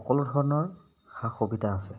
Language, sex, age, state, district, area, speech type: Assamese, male, 30-45, Assam, Lakhimpur, urban, spontaneous